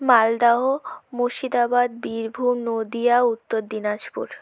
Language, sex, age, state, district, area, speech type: Bengali, female, 18-30, West Bengal, South 24 Parganas, rural, spontaneous